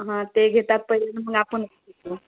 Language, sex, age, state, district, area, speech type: Marathi, female, 30-45, Maharashtra, Nagpur, rural, conversation